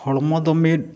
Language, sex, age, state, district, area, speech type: Santali, male, 45-60, Odisha, Mayurbhanj, rural, spontaneous